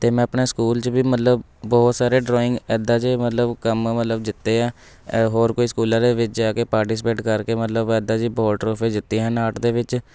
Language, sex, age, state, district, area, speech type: Punjabi, male, 18-30, Punjab, Shaheed Bhagat Singh Nagar, urban, spontaneous